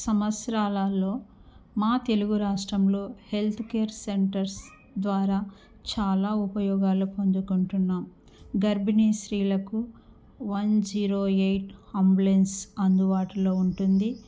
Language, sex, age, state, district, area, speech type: Telugu, female, 45-60, Andhra Pradesh, Kurnool, rural, spontaneous